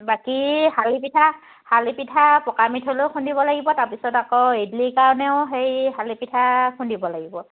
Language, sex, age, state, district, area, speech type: Assamese, female, 30-45, Assam, Charaideo, rural, conversation